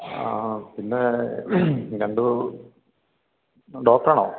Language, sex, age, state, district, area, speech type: Malayalam, male, 45-60, Kerala, Malappuram, rural, conversation